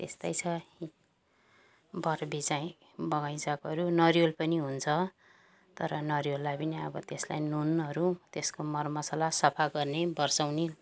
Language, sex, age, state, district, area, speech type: Nepali, female, 60+, West Bengal, Jalpaiguri, rural, spontaneous